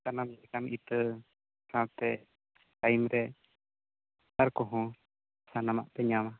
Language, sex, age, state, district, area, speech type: Santali, male, 18-30, West Bengal, Bankura, rural, conversation